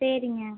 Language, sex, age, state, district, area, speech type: Tamil, female, 18-30, Tamil Nadu, Tiruchirappalli, rural, conversation